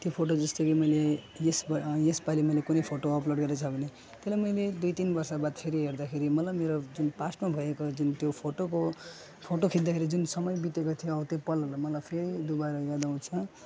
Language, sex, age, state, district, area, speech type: Nepali, male, 18-30, West Bengal, Alipurduar, rural, spontaneous